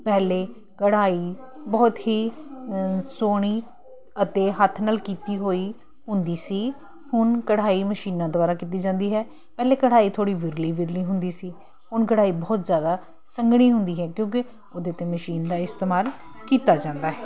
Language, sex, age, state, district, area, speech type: Punjabi, female, 45-60, Punjab, Kapurthala, urban, spontaneous